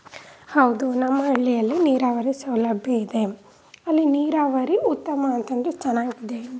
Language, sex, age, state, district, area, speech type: Kannada, female, 18-30, Karnataka, Chamarajanagar, rural, spontaneous